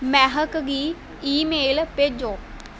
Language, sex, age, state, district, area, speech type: Dogri, female, 18-30, Jammu and Kashmir, Kathua, rural, read